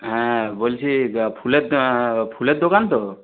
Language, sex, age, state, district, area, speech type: Bengali, male, 30-45, West Bengal, Darjeeling, rural, conversation